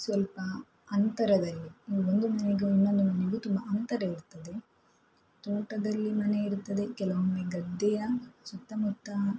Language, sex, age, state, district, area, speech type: Kannada, female, 18-30, Karnataka, Shimoga, rural, spontaneous